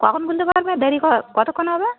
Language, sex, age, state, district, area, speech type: Bengali, female, 30-45, West Bengal, Darjeeling, urban, conversation